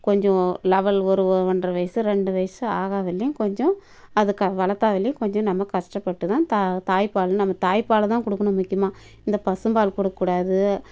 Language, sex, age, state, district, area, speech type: Tamil, female, 30-45, Tamil Nadu, Tirupattur, rural, spontaneous